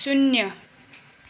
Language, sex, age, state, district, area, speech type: Nepali, female, 45-60, West Bengal, Darjeeling, rural, read